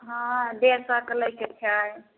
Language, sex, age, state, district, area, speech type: Maithili, female, 30-45, Bihar, Samastipur, urban, conversation